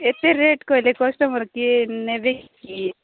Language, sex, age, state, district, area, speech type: Odia, female, 30-45, Odisha, Koraput, urban, conversation